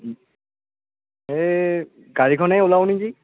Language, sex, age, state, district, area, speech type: Assamese, male, 18-30, Assam, Udalguri, rural, conversation